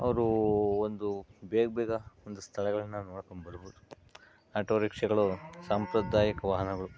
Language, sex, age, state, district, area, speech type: Kannada, male, 45-60, Karnataka, Bangalore Rural, urban, spontaneous